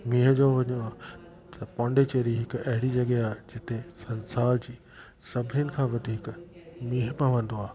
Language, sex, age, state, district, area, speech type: Sindhi, male, 45-60, Delhi, South Delhi, urban, spontaneous